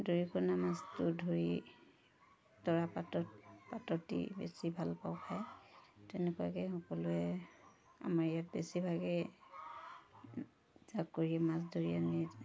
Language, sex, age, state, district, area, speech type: Assamese, female, 30-45, Assam, Tinsukia, urban, spontaneous